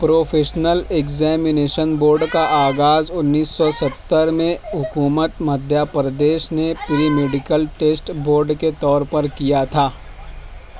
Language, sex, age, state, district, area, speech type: Urdu, male, 60+, Maharashtra, Nashik, rural, read